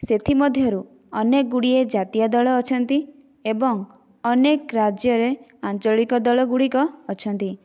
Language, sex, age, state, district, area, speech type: Odia, female, 18-30, Odisha, Kandhamal, rural, spontaneous